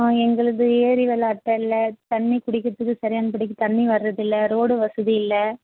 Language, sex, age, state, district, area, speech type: Tamil, female, 30-45, Tamil Nadu, Tirupattur, rural, conversation